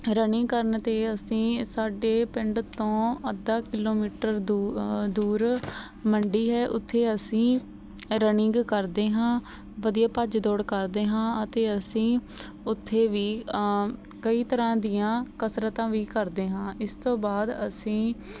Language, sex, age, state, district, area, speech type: Punjabi, female, 18-30, Punjab, Barnala, rural, spontaneous